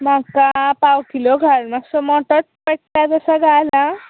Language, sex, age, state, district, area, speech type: Goan Konkani, female, 18-30, Goa, Tiswadi, rural, conversation